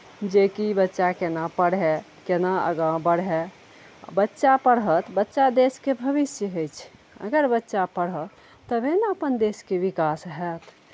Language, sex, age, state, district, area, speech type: Maithili, female, 45-60, Bihar, Araria, rural, spontaneous